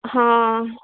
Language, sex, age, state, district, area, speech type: Marathi, female, 45-60, Maharashtra, Yavatmal, urban, conversation